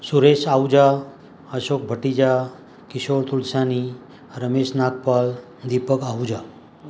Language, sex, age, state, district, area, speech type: Sindhi, male, 45-60, Maharashtra, Mumbai Suburban, urban, spontaneous